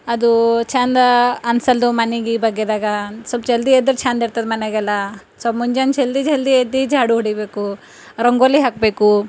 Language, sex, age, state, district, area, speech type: Kannada, female, 30-45, Karnataka, Bidar, rural, spontaneous